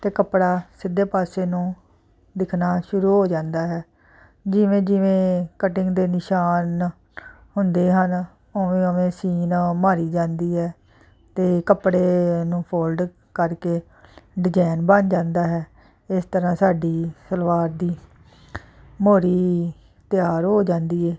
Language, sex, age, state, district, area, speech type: Punjabi, female, 45-60, Punjab, Jalandhar, urban, spontaneous